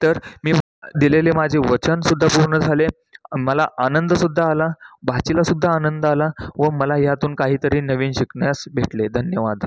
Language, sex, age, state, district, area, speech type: Marathi, male, 18-30, Maharashtra, Satara, rural, spontaneous